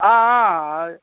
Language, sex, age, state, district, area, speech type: Kannada, male, 30-45, Karnataka, Raichur, rural, conversation